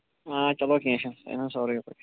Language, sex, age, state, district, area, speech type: Kashmiri, male, 18-30, Jammu and Kashmir, Kulgam, rural, conversation